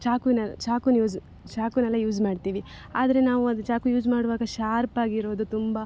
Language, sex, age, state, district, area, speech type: Kannada, female, 18-30, Karnataka, Dakshina Kannada, rural, spontaneous